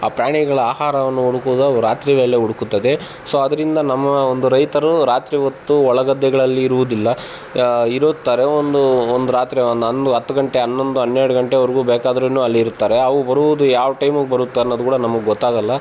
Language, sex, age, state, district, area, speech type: Kannada, male, 18-30, Karnataka, Tumkur, rural, spontaneous